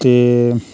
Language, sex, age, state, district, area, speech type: Dogri, male, 30-45, Jammu and Kashmir, Reasi, rural, spontaneous